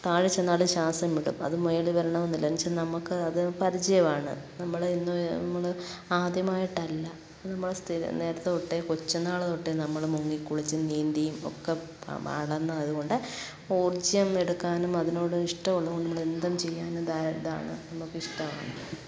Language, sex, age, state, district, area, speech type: Malayalam, female, 45-60, Kerala, Alappuzha, rural, spontaneous